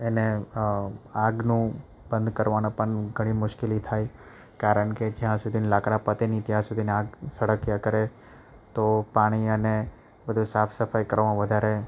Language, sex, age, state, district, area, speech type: Gujarati, male, 30-45, Gujarat, Valsad, rural, spontaneous